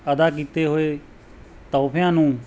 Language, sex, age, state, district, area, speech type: Punjabi, male, 30-45, Punjab, Mansa, urban, spontaneous